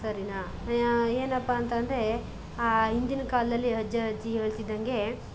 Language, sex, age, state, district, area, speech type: Kannada, female, 30-45, Karnataka, Chamarajanagar, rural, spontaneous